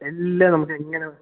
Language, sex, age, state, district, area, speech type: Malayalam, male, 18-30, Kerala, Idukki, rural, conversation